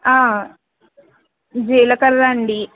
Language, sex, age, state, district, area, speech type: Telugu, female, 45-60, Andhra Pradesh, East Godavari, rural, conversation